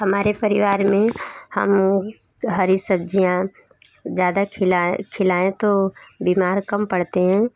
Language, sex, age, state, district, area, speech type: Hindi, female, 30-45, Uttar Pradesh, Bhadohi, rural, spontaneous